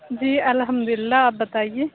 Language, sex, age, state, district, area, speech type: Urdu, female, 18-30, Uttar Pradesh, Aligarh, urban, conversation